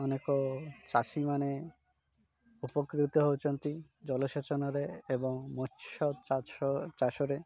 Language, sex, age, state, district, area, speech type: Odia, male, 30-45, Odisha, Malkangiri, urban, spontaneous